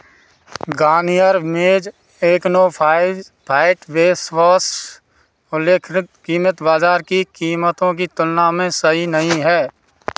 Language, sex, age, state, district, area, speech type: Hindi, male, 30-45, Rajasthan, Bharatpur, rural, read